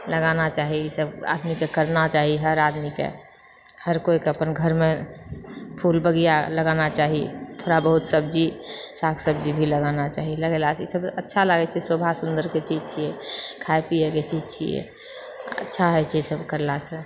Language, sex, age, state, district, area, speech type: Maithili, female, 60+, Bihar, Purnia, rural, spontaneous